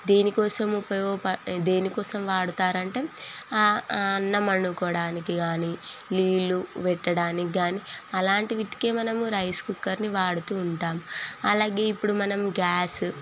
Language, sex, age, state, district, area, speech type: Telugu, female, 18-30, Telangana, Sangareddy, urban, spontaneous